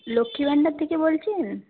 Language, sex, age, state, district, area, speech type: Bengali, female, 18-30, West Bengal, Paschim Bardhaman, rural, conversation